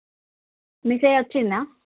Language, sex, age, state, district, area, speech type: Telugu, female, 30-45, Telangana, Hanamkonda, rural, conversation